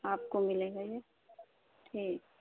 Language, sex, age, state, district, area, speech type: Urdu, female, 30-45, Uttar Pradesh, Ghaziabad, urban, conversation